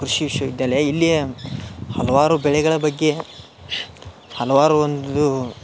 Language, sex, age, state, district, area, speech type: Kannada, male, 18-30, Karnataka, Dharwad, rural, spontaneous